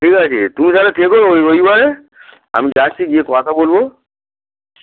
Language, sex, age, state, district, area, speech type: Bengali, male, 45-60, West Bengal, Hooghly, rural, conversation